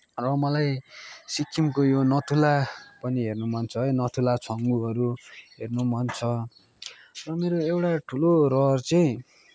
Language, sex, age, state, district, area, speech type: Nepali, male, 18-30, West Bengal, Kalimpong, rural, spontaneous